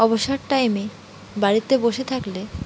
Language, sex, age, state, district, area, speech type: Bengali, female, 30-45, West Bengal, Dakshin Dinajpur, urban, spontaneous